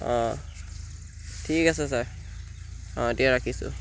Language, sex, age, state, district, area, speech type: Assamese, male, 18-30, Assam, Sivasagar, rural, spontaneous